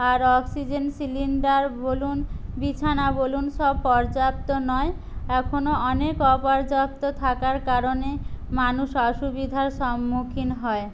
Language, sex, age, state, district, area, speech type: Bengali, other, 45-60, West Bengal, Jhargram, rural, spontaneous